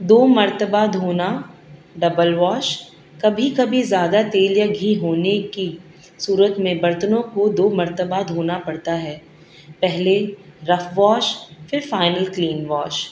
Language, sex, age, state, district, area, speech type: Urdu, female, 30-45, Delhi, South Delhi, urban, spontaneous